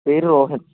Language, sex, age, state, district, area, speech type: Malayalam, male, 18-30, Kerala, Wayanad, rural, conversation